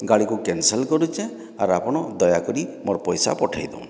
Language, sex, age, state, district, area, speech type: Odia, male, 45-60, Odisha, Boudh, rural, spontaneous